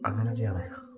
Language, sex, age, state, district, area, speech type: Malayalam, male, 30-45, Kerala, Wayanad, rural, spontaneous